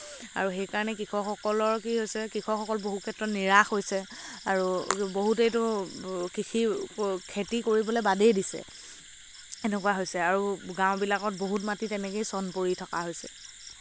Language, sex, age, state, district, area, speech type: Assamese, female, 18-30, Assam, Lakhimpur, rural, spontaneous